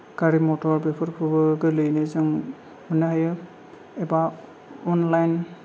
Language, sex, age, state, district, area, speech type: Bodo, male, 18-30, Assam, Kokrajhar, rural, spontaneous